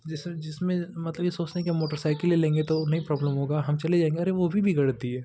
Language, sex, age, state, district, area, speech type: Hindi, male, 18-30, Uttar Pradesh, Ghazipur, rural, spontaneous